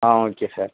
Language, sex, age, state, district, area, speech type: Tamil, male, 18-30, Tamil Nadu, Perambalur, urban, conversation